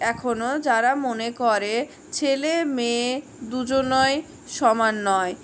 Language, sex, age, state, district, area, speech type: Bengali, female, 60+, West Bengal, Purulia, urban, spontaneous